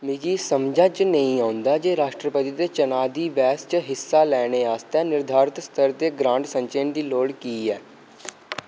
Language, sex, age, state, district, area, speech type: Dogri, male, 18-30, Jammu and Kashmir, Reasi, rural, read